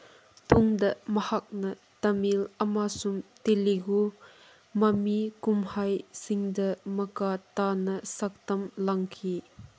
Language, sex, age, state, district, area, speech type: Manipuri, female, 18-30, Manipur, Kangpokpi, rural, read